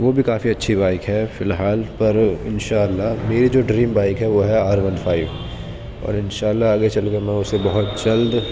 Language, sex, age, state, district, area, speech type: Urdu, male, 18-30, Delhi, East Delhi, urban, spontaneous